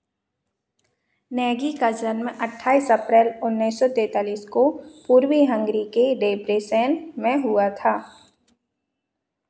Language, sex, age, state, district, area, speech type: Hindi, female, 18-30, Madhya Pradesh, Narsinghpur, rural, read